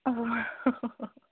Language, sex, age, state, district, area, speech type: Kannada, female, 18-30, Karnataka, Shimoga, rural, conversation